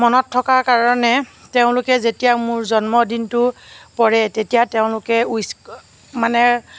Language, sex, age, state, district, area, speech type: Assamese, female, 45-60, Assam, Nagaon, rural, spontaneous